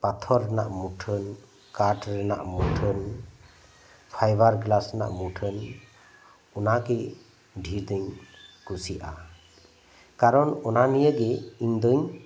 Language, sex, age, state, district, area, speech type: Santali, male, 45-60, West Bengal, Birbhum, rural, spontaneous